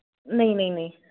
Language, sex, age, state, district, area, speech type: Hindi, female, 60+, Madhya Pradesh, Bhopal, urban, conversation